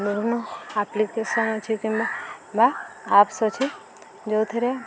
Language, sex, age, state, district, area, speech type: Odia, female, 18-30, Odisha, Subarnapur, urban, spontaneous